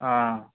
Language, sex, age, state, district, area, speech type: Telugu, male, 30-45, Andhra Pradesh, Guntur, urban, conversation